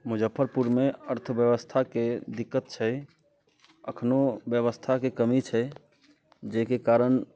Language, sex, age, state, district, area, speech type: Maithili, male, 30-45, Bihar, Muzaffarpur, urban, spontaneous